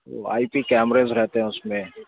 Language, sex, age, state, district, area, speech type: Urdu, male, 30-45, Telangana, Hyderabad, urban, conversation